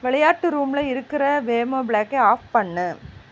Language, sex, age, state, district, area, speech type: Tamil, female, 30-45, Tamil Nadu, Coimbatore, rural, read